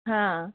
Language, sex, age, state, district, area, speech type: Marathi, female, 45-60, Maharashtra, Osmanabad, rural, conversation